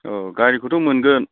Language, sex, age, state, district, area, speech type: Bodo, male, 45-60, Assam, Chirang, rural, conversation